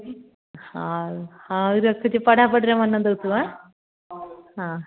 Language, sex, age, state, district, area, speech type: Odia, female, 45-60, Odisha, Dhenkanal, rural, conversation